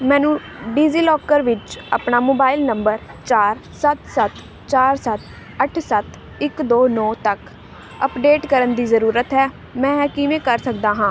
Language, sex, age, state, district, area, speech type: Punjabi, female, 18-30, Punjab, Ludhiana, rural, read